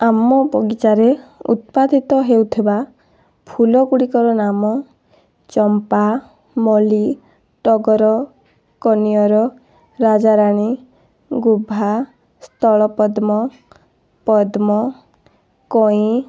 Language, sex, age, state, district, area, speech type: Odia, female, 18-30, Odisha, Boudh, rural, spontaneous